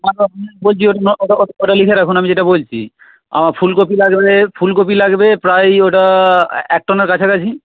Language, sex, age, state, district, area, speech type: Bengali, male, 45-60, West Bengal, Paschim Medinipur, rural, conversation